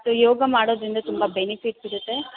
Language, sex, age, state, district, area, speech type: Kannada, female, 18-30, Karnataka, Bangalore Urban, rural, conversation